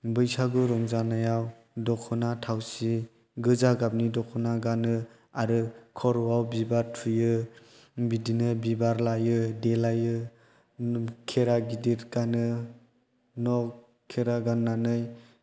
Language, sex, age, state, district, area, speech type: Bodo, male, 18-30, Assam, Chirang, rural, spontaneous